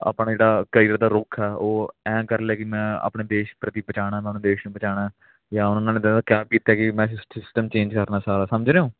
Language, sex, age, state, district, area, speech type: Punjabi, male, 18-30, Punjab, Hoshiarpur, urban, conversation